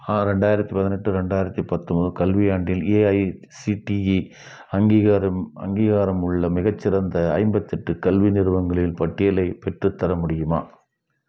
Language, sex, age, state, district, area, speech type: Tamil, male, 60+, Tamil Nadu, Krishnagiri, rural, read